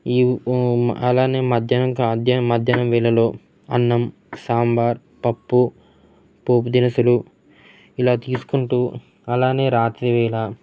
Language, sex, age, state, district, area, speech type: Telugu, male, 18-30, Andhra Pradesh, Nellore, rural, spontaneous